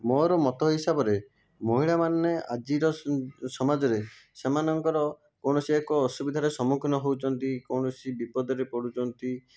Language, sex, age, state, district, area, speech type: Odia, male, 60+, Odisha, Jajpur, rural, spontaneous